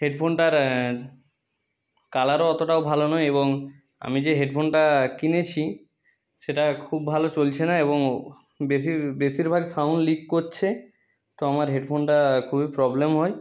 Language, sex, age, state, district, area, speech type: Bengali, male, 30-45, West Bengal, South 24 Parganas, rural, spontaneous